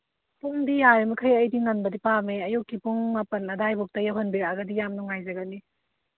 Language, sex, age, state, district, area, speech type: Manipuri, female, 45-60, Manipur, Churachandpur, urban, conversation